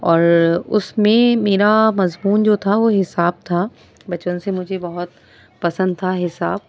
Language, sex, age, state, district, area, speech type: Urdu, female, 30-45, Delhi, South Delhi, rural, spontaneous